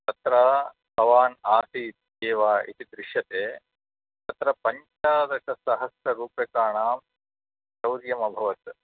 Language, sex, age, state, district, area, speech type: Sanskrit, male, 45-60, Andhra Pradesh, Kurnool, rural, conversation